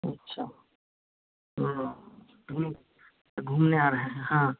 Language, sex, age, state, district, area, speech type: Hindi, male, 30-45, Bihar, Samastipur, urban, conversation